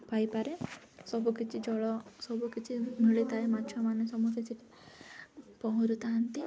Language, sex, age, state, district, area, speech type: Odia, female, 18-30, Odisha, Nabarangpur, urban, spontaneous